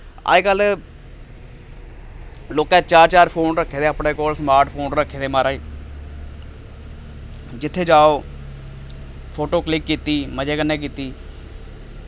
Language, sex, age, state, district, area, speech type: Dogri, male, 30-45, Jammu and Kashmir, Samba, rural, spontaneous